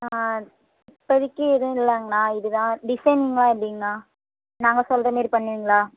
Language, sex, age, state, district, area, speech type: Tamil, female, 18-30, Tamil Nadu, Kallakurichi, rural, conversation